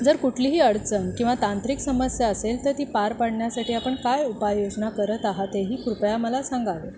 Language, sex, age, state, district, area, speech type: Marathi, female, 45-60, Maharashtra, Thane, rural, spontaneous